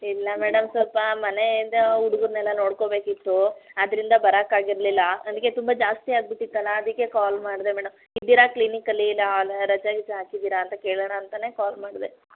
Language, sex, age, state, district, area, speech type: Kannada, female, 18-30, Karnataka, Mysore, urban, conversation